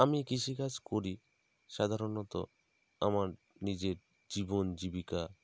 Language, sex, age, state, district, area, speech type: Bengali, male, 30-45, West Bengal, North 24 Parganas, rural, spontaneous